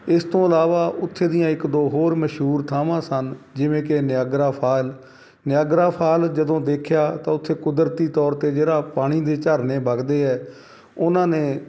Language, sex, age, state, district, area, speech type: Punjabi, male, 45-60, Punjab, Shaheed Bhagat Singh Nagar, urban, spontaneous